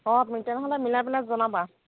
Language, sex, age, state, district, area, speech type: Assamese, female, 45-60, Assam, Nagaon, rural, conversation